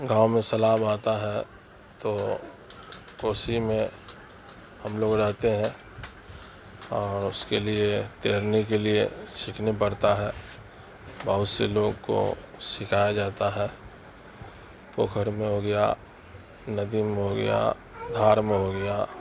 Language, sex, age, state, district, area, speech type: Urdu, male, 45-60, Bihar, Darbhanga, rural, spontaneous